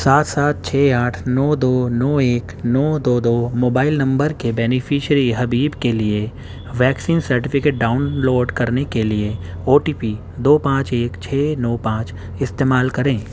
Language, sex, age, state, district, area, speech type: Urdu, male, 30-45, Uttar Pradesh, Gautam Buddha Nagar, urban, read